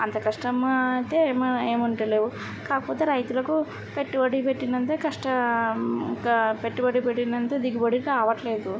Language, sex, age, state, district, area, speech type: Telugu, female, 18-30, Andhra Pradesh, N T Rama Rao, urban, spontaneous